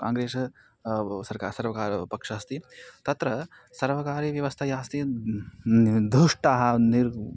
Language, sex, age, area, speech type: Sanskrit, male, 18-30, rural, spontaneous